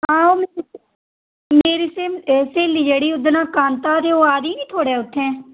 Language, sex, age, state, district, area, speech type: Dogri, female, 18-30, Jammu and Kashmir, Udhampur, rural, conversation